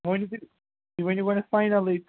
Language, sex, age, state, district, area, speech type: Kashmiri, male, 30-45, Jammu and Kashmir, Ganderbal, rural, conversation